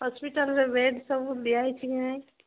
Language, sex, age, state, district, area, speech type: Odia, female, 18-30, Odisha, Nabarangpur, urban, conversation